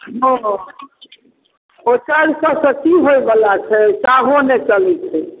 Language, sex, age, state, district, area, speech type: Maithili, female, 60+, Bihar, Darbhanga, urban, conversation